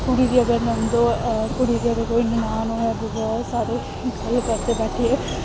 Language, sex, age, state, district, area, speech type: Dogri, female, 18-30, Jammu and Kashmir, Samba, rural, spontaneous